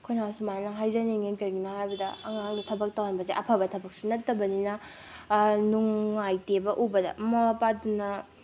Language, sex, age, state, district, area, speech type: Manipuri, female, 18-30, Manipur, Bishnupur, rural, spontaneous